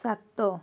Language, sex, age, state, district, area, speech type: Odia, female, 18-30, Odisha, Puri, urban, read